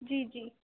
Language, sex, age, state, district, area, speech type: Urdu, female, 18-30, Delhi, Central Delhi, rural, conversation